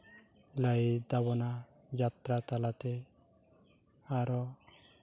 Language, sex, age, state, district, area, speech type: Santali, male, 30-45, West Bengal, Purulia, rural, spontaneous